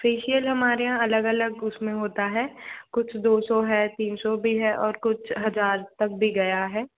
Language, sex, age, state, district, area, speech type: Hindi, other, 45-60, Madhya Pradesh, Bhopal, urban, conversation